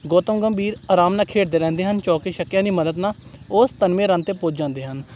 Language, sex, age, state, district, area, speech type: Punjabi, male, 18-30, Punjab, Gurdaspur, rural, spontaneous